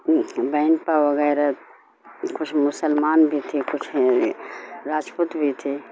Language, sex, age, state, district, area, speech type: Urdu, female, 60+, Bihar, Supaul, rural, spontaneous